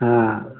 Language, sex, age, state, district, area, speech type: Hindi, male, 30-45, Uttar Pradesh, Ghazipur, rural, conversation